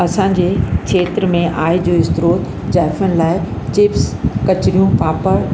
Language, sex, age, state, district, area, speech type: Sindhi, female, 60+, Uttar Pradesh, Lucknow, rural, spontaneous